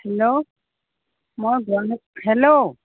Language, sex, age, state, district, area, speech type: Assamese, female, 60+, Assam, Dibrugarh, rural, conversation